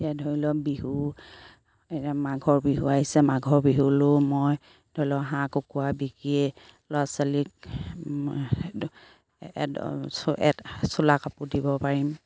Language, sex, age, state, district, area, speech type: Assamese, female, 30-45, Assam, Sivasagar, rural, spontaneous